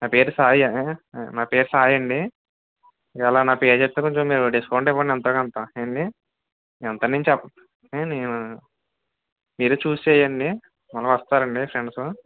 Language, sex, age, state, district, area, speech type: Telugu, male, 30-45, Andhra Pradesh, Kakinada, rural, conversation